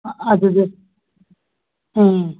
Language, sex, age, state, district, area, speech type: Manipuri, female, 60+, Manipur, Churachandpur, urban, conversation